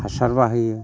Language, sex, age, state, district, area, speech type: Bodo, male, 60+, Assam, Udalguri, rural, spontaneous